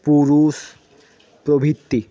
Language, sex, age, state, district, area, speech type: Bengali, male, 30-45, West Bengal, Jhargram, rural, spontaneous